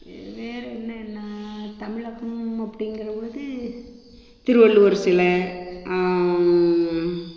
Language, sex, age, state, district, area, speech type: Tamil, female, 60+, Tamil Nadu, Namakkal, rural, spontaneous